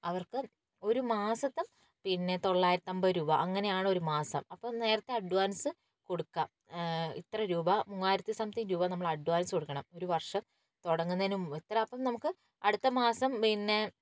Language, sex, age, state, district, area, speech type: Malayalam, female, 30-45, Kerala, Wayanad, rural, spontaneous